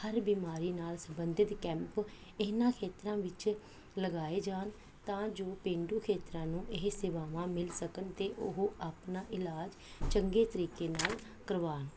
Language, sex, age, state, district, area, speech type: Punjabi, female, 45-60, Punjab, Pathankot, rural, spontaneous